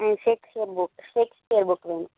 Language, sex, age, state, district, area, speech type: Tamil, female, 18-30, Tamil Nadu, Mayiladuthurai, rural, conversation